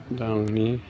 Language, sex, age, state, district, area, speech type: Bodo, male, 60+, Assam, Chirang, rural, spontaneous